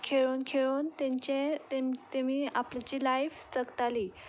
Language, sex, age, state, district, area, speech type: Goan Konkani, female, 18-30, Goa, Ponda, rural, spontaneous